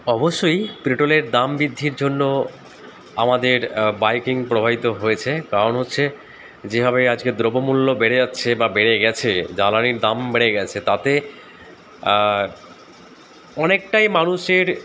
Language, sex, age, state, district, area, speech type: Bengali, male, 30-45, West Bengal, Dakshin Dinajpur, urban, spontaneous